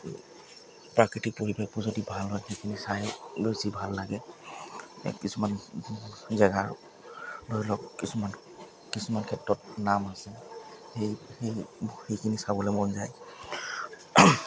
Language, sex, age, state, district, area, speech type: Assamese, male, 30-45, Assam, Charaideo, urban, spontaneous